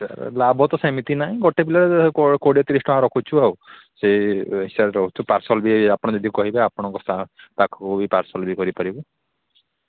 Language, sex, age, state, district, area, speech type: Odia, male, 30-45, Odisha, Sambalpur, rural, conversation